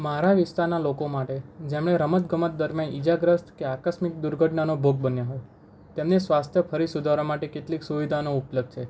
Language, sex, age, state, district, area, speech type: Gujarati, male, 18-30, Gujarat, Anand, urban, spontaneous